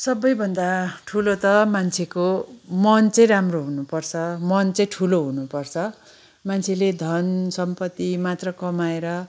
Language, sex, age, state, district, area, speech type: Nepali, female, 45-60, West Bengal, Kalimpong, rural, spontaneous